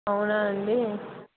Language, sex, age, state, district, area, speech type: Telugu, female, 18-30, Andhra Pradesh, N T Rama Rao, urban, conversation